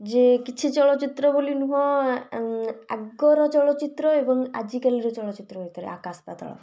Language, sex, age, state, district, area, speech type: Odia, female, 18-30, Odisha, Kalahandi, rural, spontaneous